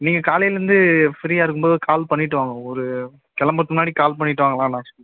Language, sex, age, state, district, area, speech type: Tamil, male, 30-45, Tamil Nadu, Viluppuram, rural, conversation